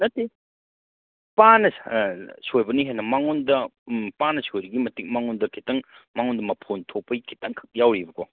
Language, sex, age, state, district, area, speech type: Manipuri, male, 30-45, Manipur, Kangpokpi, urban, conversation